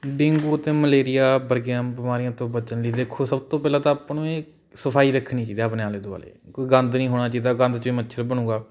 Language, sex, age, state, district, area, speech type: Punjabi, male, 18-30, Punjab, Patiala, urban, spontaneous